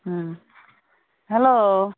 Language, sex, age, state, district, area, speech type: Bengali, female, 45-60, West Bengal, Birbhum, urban, conversation